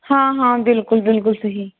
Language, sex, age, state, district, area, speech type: Kashmiri, female, 30-45, Jammu and Kashmir, Pulwama, urban, conversation